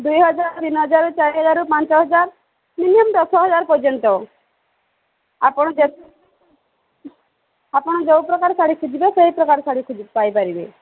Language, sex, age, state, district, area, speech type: Odia, female, 30-45, Odisha, Sambalpur, rural, conversation